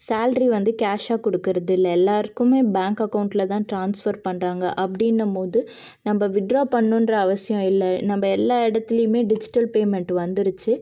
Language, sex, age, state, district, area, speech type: Tamil, female, 30-45, Tamil Nadu, Cuddalore, urban, spontaneous